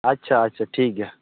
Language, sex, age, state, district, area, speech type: Santali, male, 18-30, West Bengal, Malda, rural, conversation